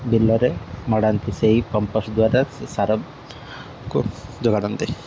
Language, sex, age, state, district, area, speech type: Odia, male, 18-30, Odisha, Ganjam, urban, spontaneous